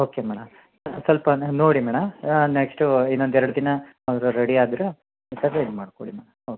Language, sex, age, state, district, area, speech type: Kannada, male, 30-45, Karnataka, Mysore, urban, conversation